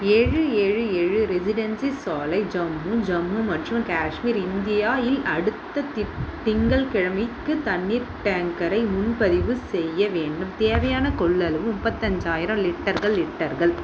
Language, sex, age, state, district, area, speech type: Tamil, female, 30-45, Tamil Nadu, Vellore, urban, read